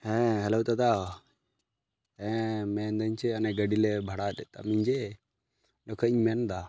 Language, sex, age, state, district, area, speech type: Santali, male, 18-30, West Bengal, Malda, rural, spontaneous